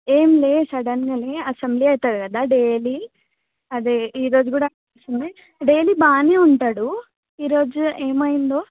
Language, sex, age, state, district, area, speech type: Telugu, female, 18-30, Telangana, Ranga Reddy, urban, conversation